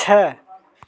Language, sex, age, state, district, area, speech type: Hindi, male, 30-45, Uttar Pradesh, Jaunpur, rural, read